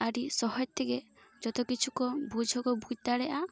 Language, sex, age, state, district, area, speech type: Santali, female, 18-30, West Bengal, Bankura, rural, spontaneous